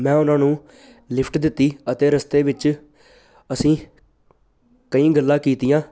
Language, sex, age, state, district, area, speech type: Punjabi, male, 18-30, Punjab, Jalandhar, urban, spontaneous